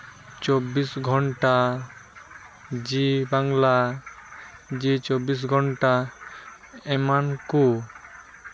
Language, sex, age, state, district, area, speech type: Santali, male, 18-30, West Bengal, Purba Bardhaman, rural, spontaneous